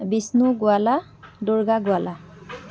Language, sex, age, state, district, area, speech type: Assamese, female, 45-60, Assam, Dibrugarh, rural, spontaneous